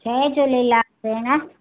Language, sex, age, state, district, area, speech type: Sindhi, female, 45-60, Gujarat, Ahmedabad, rural, conversation